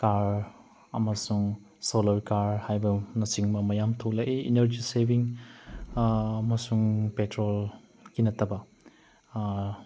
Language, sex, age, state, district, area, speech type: Manipuri, male, 30-45, Manipur, Chandel, rural, spontaneous